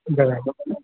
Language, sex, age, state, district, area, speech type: Gujarati, male, 45-60, Gujarat, Ahmedabad, urban, conversation